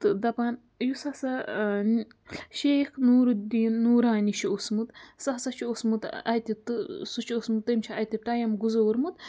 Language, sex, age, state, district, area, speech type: Kashmiri, female, 30-45, Jammu and Kashmir, Budgam, rural, spontaneous